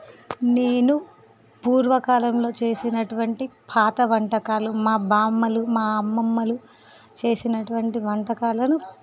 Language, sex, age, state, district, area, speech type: Telugu, female, 30-45, Andhra Pradesh, Visakhapatnam, urban, spontaneous